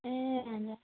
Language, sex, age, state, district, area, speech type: Nepali, female, 18-30, West Bengal, Kalimpong, rural, conversation